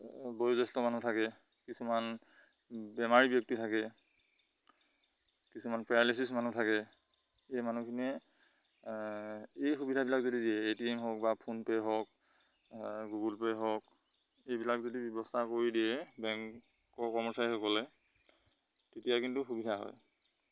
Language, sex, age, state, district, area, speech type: Assamese, male, 30-45, Assam, Lakhimpur, rural, spontaneous